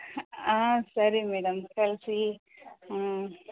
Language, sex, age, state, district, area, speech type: Kannada, female, 30-45, Karnataka, Kolar, urban, conversation